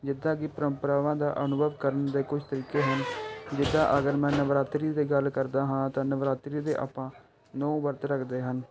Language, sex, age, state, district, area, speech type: Punjabi, male, 18-30, Punjab, Pathankot, urban, spontaneous